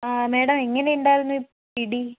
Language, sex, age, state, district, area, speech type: Malayalam, female, 18-30, Kerala, Wayanad, rural, conversation